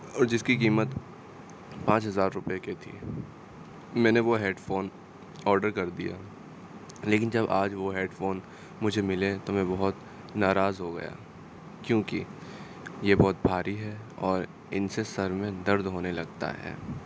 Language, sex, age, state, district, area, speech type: Urdu, male, 30-45, Uttar Pradesh, Aligarh, urban, spontaneous